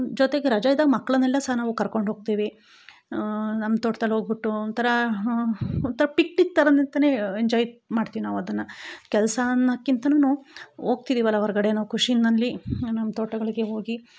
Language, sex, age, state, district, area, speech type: Kannada, female, 45-60, Karnataka, Chikkamagaluru, rural, spontaneous